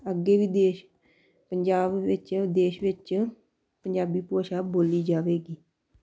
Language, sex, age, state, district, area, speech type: Punjabi, female, 18-30, Punjab, Tarn Taran, rural, spontaneous